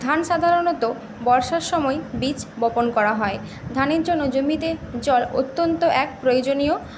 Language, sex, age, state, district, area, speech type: Bengali, female, 18-30, West Bengal, Paschim Medinipur, rural, spontaneous